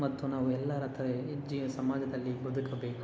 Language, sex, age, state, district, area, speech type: Kannada, male, 18-30, Karnataka, Kolar, rural, spontaneous